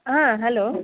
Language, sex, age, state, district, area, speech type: Kannada, female, 30-45, Karnataka, Belgaum, rural, conversation